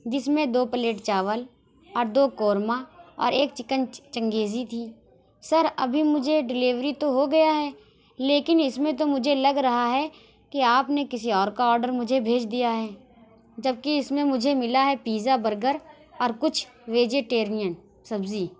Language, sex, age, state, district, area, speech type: Urdu, female, 18-30, Uttar Pradesh, Lucknow, rural, spontaneous